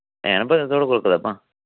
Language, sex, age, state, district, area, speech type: Dogri, male, 45-60, Jammu and Kashmir, Samba, rural, conversation